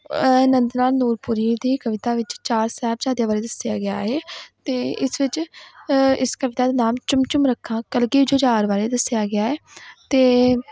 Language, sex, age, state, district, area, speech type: Punjabi, female, 18-30, Punjab, Pathankot, rural, spontaneous